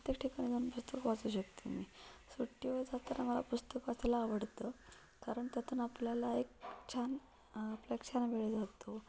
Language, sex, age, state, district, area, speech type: Marathi, female, 18-30, Maharashtra, Satara, urban, spontaneous